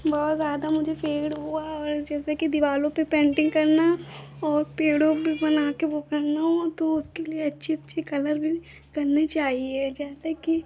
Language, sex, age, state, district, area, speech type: Hindi, female, 30-45, Uttar Pradesh, Lucknow, rural, spontaneous